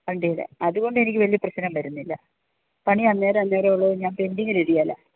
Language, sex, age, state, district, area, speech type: Malayalam, female, 45-60, Kerala, Idukki, rural, conversation